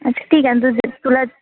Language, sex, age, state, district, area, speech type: Marathi, female, 18-30, Maharashtra, Nagpur, urban, conversation